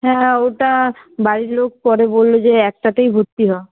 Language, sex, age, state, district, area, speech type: Bengali, female, 18-30, West Bengal, Paschim Medinipur, rural, conversation